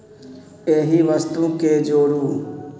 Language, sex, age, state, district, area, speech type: Maithili, male, 30-45, Bihar, Madhubani, rural, read